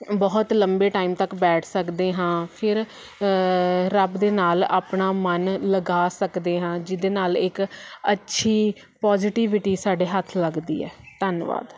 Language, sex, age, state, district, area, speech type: Punjabi, female, 30-45, Punjab, Faridkot, urban, spontaneous